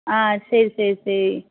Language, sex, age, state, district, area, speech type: Tamil, female, 18-30, Tamil Nadu, Tirunelveli, urban, conversation